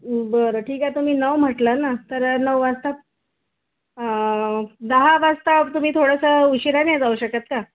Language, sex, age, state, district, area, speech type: Marathi, female, 45-60, Maharashtra, Nagpur, urban, conversation